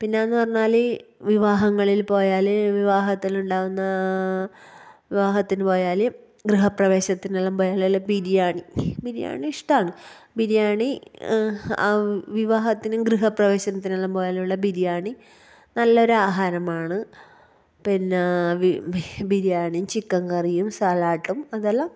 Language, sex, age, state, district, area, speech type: Malayalam, female, 30-45, Kerala, Kasaragod, rural, spontaneous